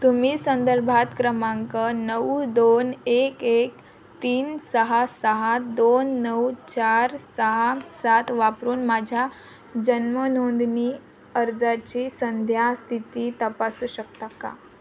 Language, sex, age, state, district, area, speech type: Marathi, female, 18-30, Maharashtra, Wardha, rural, read